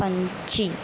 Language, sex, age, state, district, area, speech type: Hindi, female, 18-30, Madhya Pradesh, Harda, rural, read